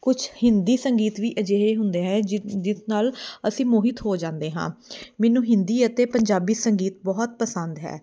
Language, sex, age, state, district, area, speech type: Punjabi, female, 30-45, Punjab, Amritsar, urban, spontaneous